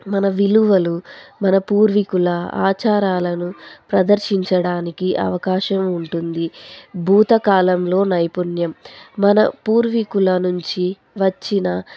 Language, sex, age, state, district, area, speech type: Telugu, female, 18-30, Andhra Pradesh, Anantapur, rural, spontaneous